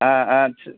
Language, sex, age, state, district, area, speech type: Tamil, male, 45-60, Tamil Nadu, Cuddalore, rural, conversation